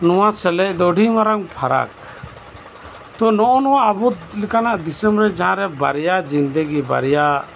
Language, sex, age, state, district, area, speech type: Santali, male, 45-60, West Bengal, Birbhum, rural, spontaneous